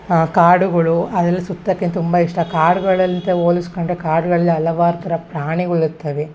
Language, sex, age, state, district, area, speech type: Kannada, female, 30-45, Karnataka, Hassan, urban, spontaneous